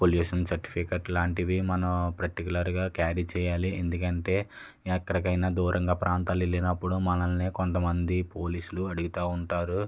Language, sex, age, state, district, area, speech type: Telugu, male, 18-30, Andhra Pradesh, West Godavari, rural, spontaneous